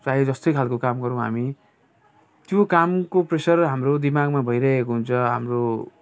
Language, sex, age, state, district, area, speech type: Nepali, male, 45-60, West Bengal, Jalpaiguri, urban, spontaneous